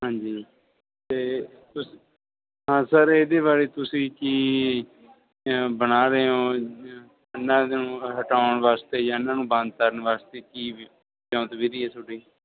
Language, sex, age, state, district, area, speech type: Punjabi, male, 30-45, Punjab, Bathinda, rural, conversation